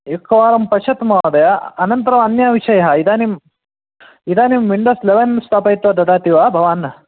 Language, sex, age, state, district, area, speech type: Sanskrit, male, 45-60, Karnataka, Bangalore Urban, urban, conversation